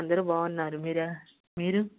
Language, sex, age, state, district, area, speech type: Telugu, female, 30-45, Andhra Pradesh, Nellore, urban, conversation